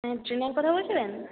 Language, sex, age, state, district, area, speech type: Bengali, female, 18-30, West Bengal, Jalpaiguri, rural, conversation